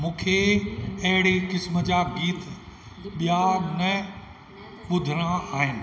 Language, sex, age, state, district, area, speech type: Sindhi, male, 60+, Rajasthan, Ajmer, urban, read